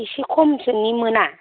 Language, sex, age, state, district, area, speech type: Bodo, female, 60+, Assam, Chirang, rural, conversation